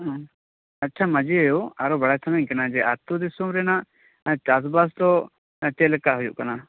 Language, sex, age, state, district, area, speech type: Santali, male, 18-30, West Bengal, Bankura, rural, conversation